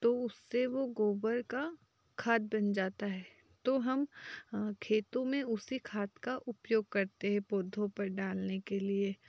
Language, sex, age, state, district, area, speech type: Hindi, female, 30-45, Madhya Pradesh, Betul, rural, spontaneous